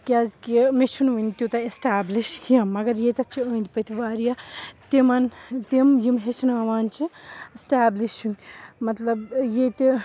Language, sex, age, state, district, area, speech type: Kashmiri, female, 18-30, Jammu and Kashmir, Srinagar, rural, spontaneous